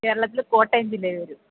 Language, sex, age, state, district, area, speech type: Malayalam, female, 30-45, Kerala, Kottayam, urban, conversation